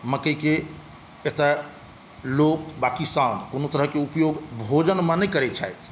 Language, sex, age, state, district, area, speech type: Maithili, male, 45-60, Bihar, Saharsa, rural, spontaneous